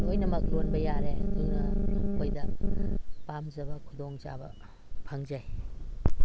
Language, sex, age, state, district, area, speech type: Manipuri, female, 60+, Manipur, Imphal East, rural, spontaneous